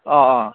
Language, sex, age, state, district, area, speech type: Assamese, male, 18-30, Assam, Charaideo, urban, conversation